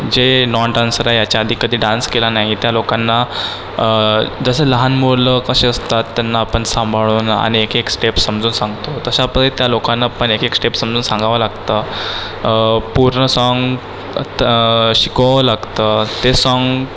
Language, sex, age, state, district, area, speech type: Marathi, female, 18-30, Maharashtra, Nagpur, urban, spontaneous